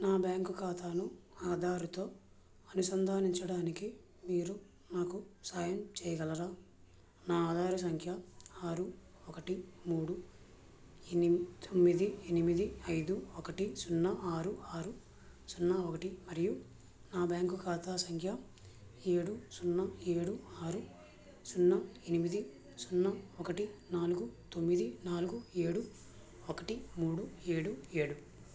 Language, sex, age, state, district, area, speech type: Telugu, male, 18-30, Andhra Pradesh, Krishna, rural, read